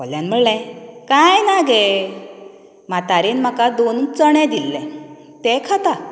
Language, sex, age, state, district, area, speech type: Goan Konkani, female, 30-45, Goa, Canacona, rural, spontaneous